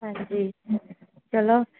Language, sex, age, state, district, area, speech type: Punjabi, female, 30-45, Punjab, Gurdaspur, urban, conversation